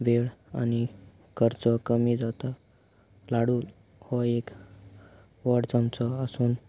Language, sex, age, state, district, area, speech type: Goan Konkani, male, 18-30, Goa, Salcete, rural, spontaneous